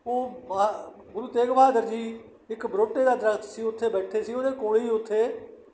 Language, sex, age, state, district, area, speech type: Punjabi, male, 60+, Punjab, Barnala, rural, spontaneous